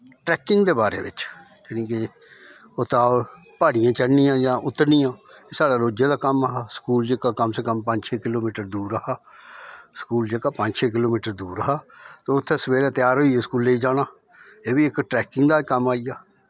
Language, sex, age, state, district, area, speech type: Dogri, male, 60+, Jammu and Kashmir, Udhampur, rural, spontaneous